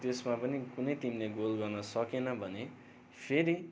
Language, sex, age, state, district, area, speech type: Nepali, male, 18-30, West Bengal, Darjeeling, rural, spontaneous